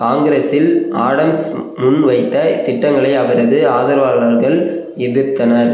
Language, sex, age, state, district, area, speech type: Tamil, male, 18-30, Tamil Nadu, Perambalur, rural, read